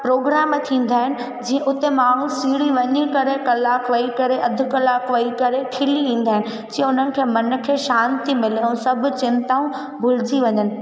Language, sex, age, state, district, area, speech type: Sindhi, female, 18-30, Gujarat, Junagadh, urban, spontaneous